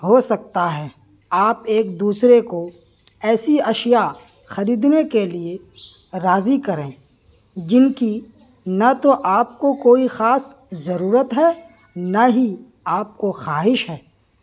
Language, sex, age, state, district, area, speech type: Urdu, male, 18-30, Bihar, Purnia, rural, read